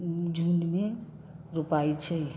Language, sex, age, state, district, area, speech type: Maithili, female, 60+, Bihar, Sitamarhi, rural, spontaneous